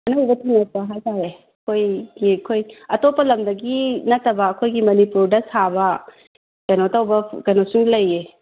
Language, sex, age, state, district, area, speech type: Manipuri, female, 30-45, Manipur, Kangpokpi, urban, conversation